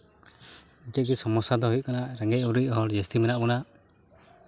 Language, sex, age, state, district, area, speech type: Santali, male, 30-45, West Bengal, Malda, rural, spontaneous